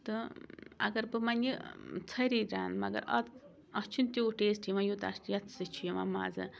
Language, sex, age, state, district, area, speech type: Kashmiri, female, 30-45, Jammu and Kashmir, Srinagar, urban, spontaneous